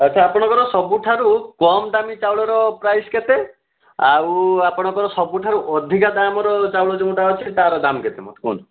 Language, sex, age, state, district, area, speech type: Odia, male, 60+, Odisha, Bhadrak, rural, conversation